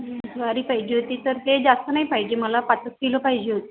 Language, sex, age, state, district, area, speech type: Marathi, female, 30-45, Maharashtra, Nagpur, urban, conversation